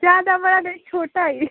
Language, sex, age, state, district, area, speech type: Hindi, female, 18-30, Uttar Pradesh, Ghazipur, rural, conversation